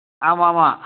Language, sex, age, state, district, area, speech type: Tamil, male, 30-45, Tamil Nadu, Chengalpattu, rural, conversation